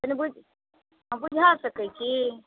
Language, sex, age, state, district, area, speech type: Maithili, female, 45-60, Bihar, Madhubani, rural, conversation